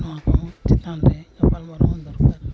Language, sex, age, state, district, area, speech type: Santali, male, 45-60, Jharkhand, East Singhbhum, rural, spontaneous